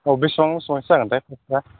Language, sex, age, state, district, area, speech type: Bodo, male, 30-45, Assam, Kokrajhar, rural, conversation